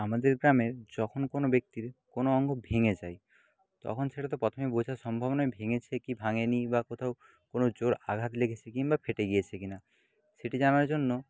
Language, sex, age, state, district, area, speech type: Bengali, male, 30-45, West Bengal, Paschim Medinipur, rural, spontaneous